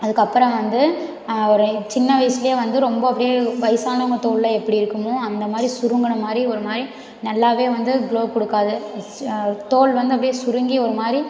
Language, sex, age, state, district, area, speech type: Tamil, female, 18-30, Tamil Nadu, Tiruppur, rural, spontaneous